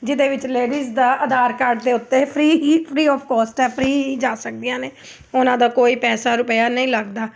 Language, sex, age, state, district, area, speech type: Punjabi, female, 30-45, Punjab, Amritsar, urban, spontaneous